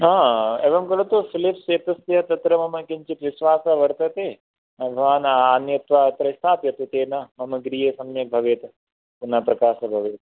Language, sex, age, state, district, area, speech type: Sanskrit, male, 18-30, Rajasthan, Jodhpur, rural, conversation